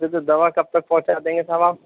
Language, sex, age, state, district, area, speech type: Urdu, male, 30-45, Uttar Pradesh, Rampur, urban, conversation